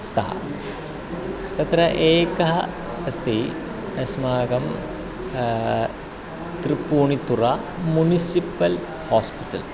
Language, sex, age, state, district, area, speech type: Sanskrit, male, 30-45, Kerala, Ernakulam, rural, spontaneous